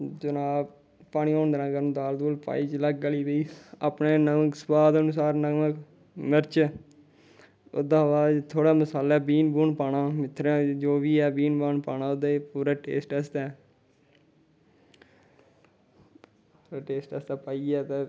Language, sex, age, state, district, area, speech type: Dogri, male, 18-30, Jammu and Kashmir, Kathua, rural, spontaneous